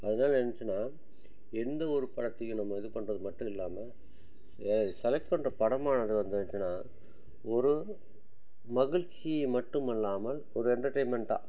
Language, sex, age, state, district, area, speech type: Tamil, male, 60+, Tamil Nadu, Dharmapuri, rural, spontaneous